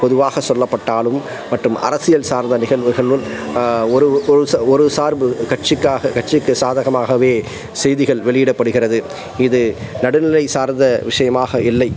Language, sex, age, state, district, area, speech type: Tamil, male, 45-60, Tamil Nadu, Salem, rural, spontaneous